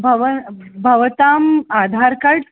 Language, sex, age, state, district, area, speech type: Sanskrit, female, 45-60, Maharashtra, Nagpur, urban, conversation